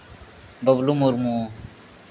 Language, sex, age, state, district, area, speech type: Santali, male, 30-45, Jharkhand, East Singhbhum, rural, spontaneous